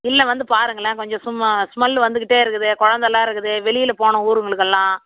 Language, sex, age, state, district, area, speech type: Tamil, female, 30-45, Tamil Nadu, Vellore, urban, conversation